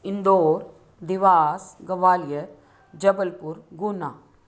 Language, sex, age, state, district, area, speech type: Hindi, female, 60+, Madhya Pradesh, Ujjain, urban, spontaneous